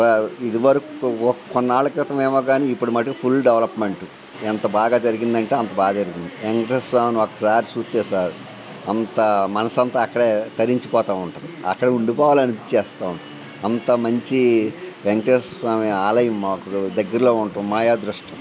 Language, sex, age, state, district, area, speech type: Telugu, male, 60+, Andhra Pradesh, Eluru, rural, spontaneous